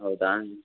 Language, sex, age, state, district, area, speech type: Kannada, male, 18-30, Karnataka, Davanagere, rural, conversation